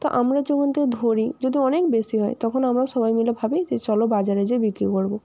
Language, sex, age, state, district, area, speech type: Bengali, female, 18-30, West Bengal, North 24 Parganas, rural, spontaneous